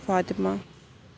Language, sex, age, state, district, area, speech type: Urdu, female, 18-30, Uttar Pradesh, Aligarh, urban, spontaneous